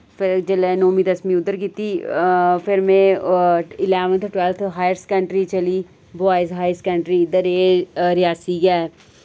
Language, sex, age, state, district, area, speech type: Dogri, female, 30-45, Jammu and Kashmir, Reasi, rural, spontaneous